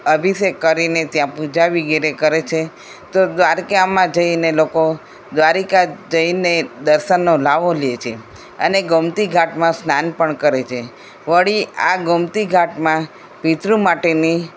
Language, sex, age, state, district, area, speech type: Gujarati, female, 60+, Gujarat, Kheda, rural, spontaneous